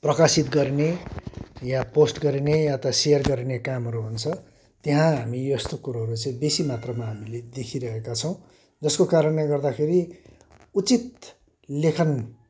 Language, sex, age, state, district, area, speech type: Nepali, male, 60+, West Bengal, Kalimpong, rural, spontaneous